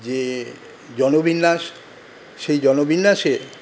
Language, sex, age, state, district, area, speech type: Bengali, male, 45-60, West Bengal, Paschim Bardhaman, rural, spontaneous